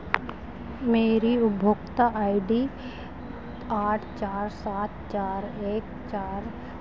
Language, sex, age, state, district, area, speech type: Hindi, female, 18-30, Madhya Pradesh, Harda, urban, read